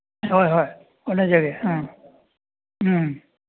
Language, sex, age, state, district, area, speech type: Manipuri, male, 60+, Manipur, Imphal East, rural, conversation